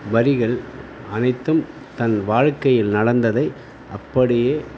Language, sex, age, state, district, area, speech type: Tamil, male, 45-60, Tamil Nadu, Tiruvannamalai, rural, spontaneous